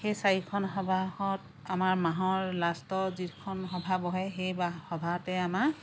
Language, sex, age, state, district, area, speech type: Assamese, female, 45-60, Assam, Lakhimpur, rural, spontaneous